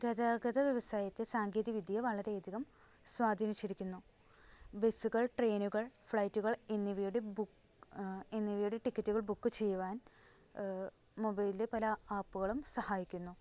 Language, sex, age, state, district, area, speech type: Malayalam, female, 18-30, Kerala, Ernakulam, rural, spontaneous